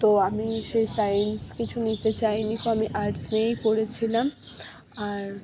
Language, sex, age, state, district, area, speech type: Bengali, female, 60+, West Bengal, Purba Bardhaman, rural, spontaneous